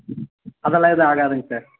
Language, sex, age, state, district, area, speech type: Tamil, male, 30-45, Tamil Nadu, Kallakurichi, rural, conversation